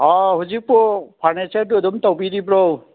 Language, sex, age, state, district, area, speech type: Manipuri, male, 60+, Manipur, Thoubal, rural, conversation